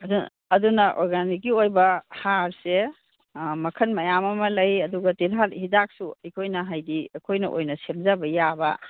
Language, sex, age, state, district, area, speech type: Manipuri, female, 60+, Manipur, Imphal East, rural, conversation